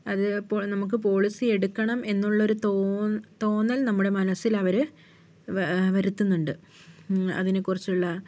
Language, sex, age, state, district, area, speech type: Malayalam, female, 45-60, Kerala, Wayanad, rural, spontaneous